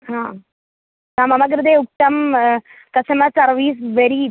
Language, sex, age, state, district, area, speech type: Sanskrit, female, 18-30, Kerala, Thrissur, rural, conversation